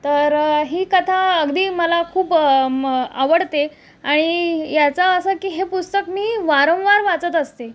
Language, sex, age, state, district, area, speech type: Marathi, female, 30-45, Maharashtra, Mumbai Suburban, urban, spontaneous